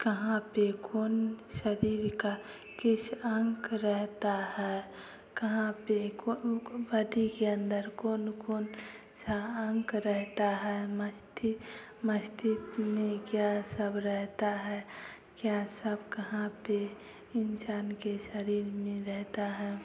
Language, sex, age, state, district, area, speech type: Hindi, female, 30-45, Bihar, Samastipur, rural, spontaneous